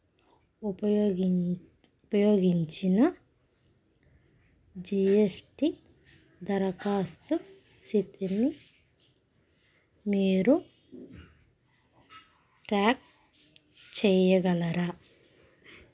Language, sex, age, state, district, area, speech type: Telugu, female, 30-45, Andhra Pradesh, Krishna, rural, read